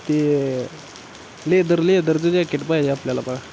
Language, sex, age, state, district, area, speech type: Marathi, male, 18-30, Maharashtra, Satara, rural, spontaneous